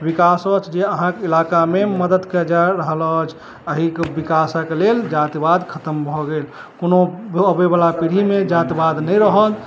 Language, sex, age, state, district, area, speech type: Maithili, male, 30-45, Bihar, Madhubani, rural, spontaneous